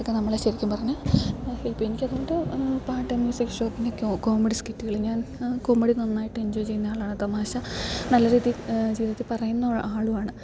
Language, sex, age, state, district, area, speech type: Malayalam, female, 30-45, Kerala, Idukki, rural, spontaneous